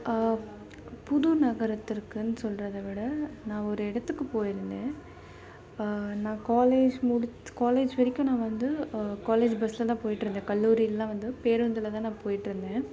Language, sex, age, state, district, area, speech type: Tamil, female, 18-30, Tamil Nadu, Chennai, urban, spontaneous